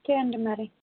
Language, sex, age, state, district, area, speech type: Telugu, other, 18-30, Telangana, Mahbubnagar, rural, conversation